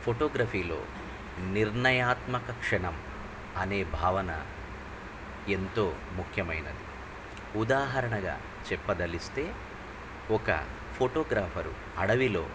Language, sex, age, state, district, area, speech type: Telugu, male, 45-60, Andhra Pradesh, Nellore, urban, spontaneous